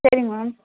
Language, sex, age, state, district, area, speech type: Tamil, female, 30-45, Tamil Nadu, Nilgiris, urban, conversation